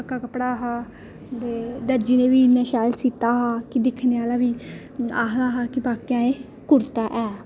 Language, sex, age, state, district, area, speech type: Dogri, female, 18-30, Jammu and Kashmir, Reasi, rural, spontaneous